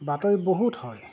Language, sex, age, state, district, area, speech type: Assamese, male, 45-60, Assam, Golaghat, rural, spontaneous